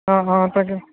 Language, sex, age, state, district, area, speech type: Assamese, male, 30-45, Assam, Sonitpur, urban, conversation